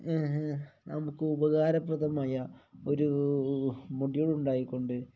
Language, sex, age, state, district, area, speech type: Malayalam, male, 30-45, Kerala, Kozhikode, rural, spontaneous